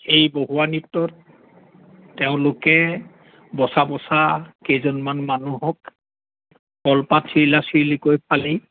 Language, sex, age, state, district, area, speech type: Assamese, male, 60+, Assam, Lakhimpur, rural, conversation